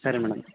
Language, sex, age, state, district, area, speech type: Kannada, male, 18-30, Karnataka, Chitradurga, rural, conversation